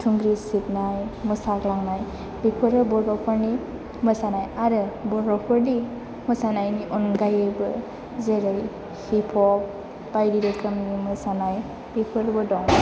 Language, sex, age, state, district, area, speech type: Bodo, female, 18-30, Assam, Chirang, urban, spontaneous